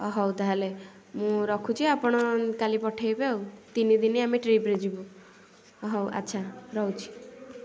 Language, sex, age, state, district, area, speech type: Odia, female, 18-30, Odisha, Puri, urban, spontaneous